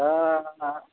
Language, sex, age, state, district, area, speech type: Bodo, male, 45-60, Assam, Kokrajhar, rural, conversation